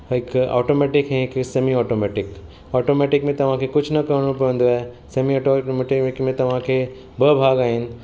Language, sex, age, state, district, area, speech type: Sindhi, male, 45-60, Maharashtra, Mumbai Suburban, urban, spontaneous